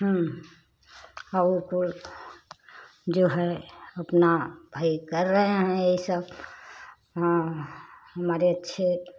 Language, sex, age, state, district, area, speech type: Hindi, female, 60+, Uttar Pradesh, Chandauli, rural, spontaneous